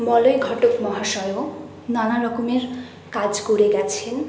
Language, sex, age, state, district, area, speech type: Bengali, female, 60+, West Bengal, Paschim Bardhaman, urban, spontaneous